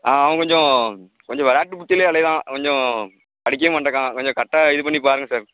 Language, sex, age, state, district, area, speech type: Tamil, male, 18-30, Tamil Nadu, Thoothukudi, rural, conversation